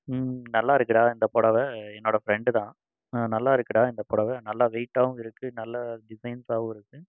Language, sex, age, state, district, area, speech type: Tamil, male, 30-45, Tamil Nadu, Coimbatore, rural, spontaneous